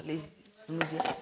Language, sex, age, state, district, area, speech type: Odia, male, 18-30, Odisha, Jagatsinghpur, rural, spontaneous